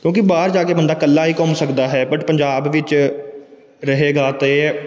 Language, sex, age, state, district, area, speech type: Punjabi, male, 18-30, Punjab, Gurdaspur, urban, spontaneous